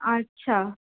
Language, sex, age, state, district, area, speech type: Bengali, female, 18-30, West Bengal, Purulia, rural, conversation